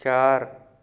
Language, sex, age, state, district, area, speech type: Punjabi, male, 18-30, Punjab, Shaheed Bhagat Singh Nagar, urban, read